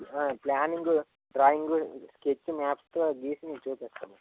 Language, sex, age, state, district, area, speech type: Telugu, male, 30-45, Andhra Pradesh, Srikakulam, urban, conversation